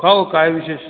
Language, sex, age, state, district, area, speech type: Marathi, male, 60+, Maharashtra, Ahmednagar, urban, conversation